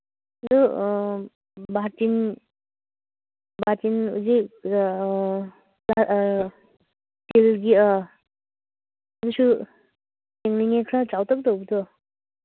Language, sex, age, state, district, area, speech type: Manipuri, female, 45-60, Manipur, Ukhrul, rural, conversation